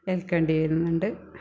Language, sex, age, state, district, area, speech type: Malayalam, female, 45-60, Kerala, Kasaragod, rural, spontaneous